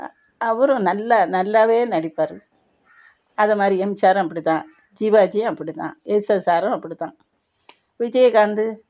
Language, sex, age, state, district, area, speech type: Tamil, female, 60+, Tamil Nadu, Thoothukudi, rural, spontaneous